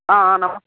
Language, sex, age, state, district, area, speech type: Telugu, male, 30-45, Andhra Pradesh, Anantapur, rural, conversation